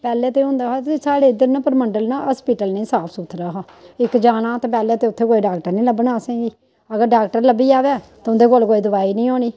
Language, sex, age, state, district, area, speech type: Dogri, female, 45-60, Jammu and Kashmir, Samba, rural, spontaneous